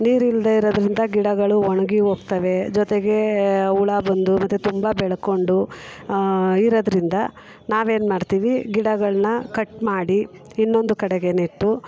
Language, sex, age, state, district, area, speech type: Kannada, female, 45-60, Karnataka, Mysore, urban, spontaneous